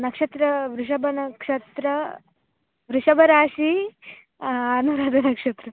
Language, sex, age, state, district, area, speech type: Kannada, female, 18-30, Karnataka, Dakshina Kannada, rural, conversation